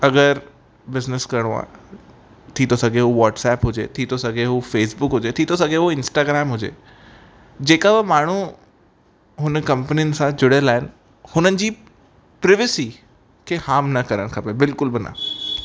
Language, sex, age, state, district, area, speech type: Sindhi, male, 18-30, Rajasthan, Ajmer, urban, spontaneous